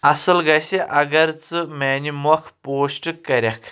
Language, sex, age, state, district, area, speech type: Kashmiri, male, 30-45, Jammu and Kashmir, Kulgam, urban, read